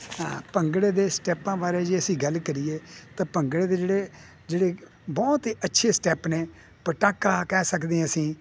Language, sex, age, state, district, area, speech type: Punjabi, male, 60+, Punjab, Hoshiarpur, rural, spontaneous